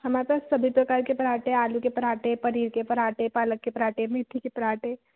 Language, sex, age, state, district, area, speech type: Hindi, female, 30-45, Madhya Pradesh, Betul, urban, conversation